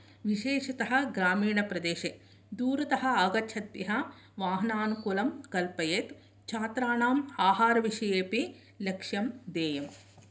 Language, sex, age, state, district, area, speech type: Sanskrit, female, 60+, Karnataka, Mysore, urban, spontaneous